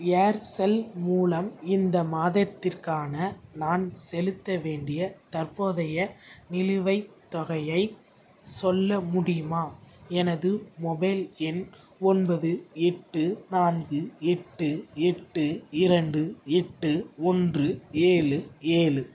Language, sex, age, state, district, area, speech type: Tamil, male, 18-30, Tamil Nadu, Tiruchirappalli, rural, read